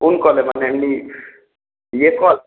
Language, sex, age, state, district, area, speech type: Bengali, male, 45-60, West Bengal, Purulia, urban, conversation